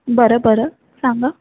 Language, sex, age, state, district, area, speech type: Marathi, female, 30-45, Maharashtra, Nagpur, urban, conversation